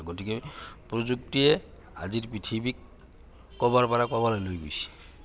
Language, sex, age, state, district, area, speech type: Assamese, male, 60+, Assam, Goalpara, urban, spontaneous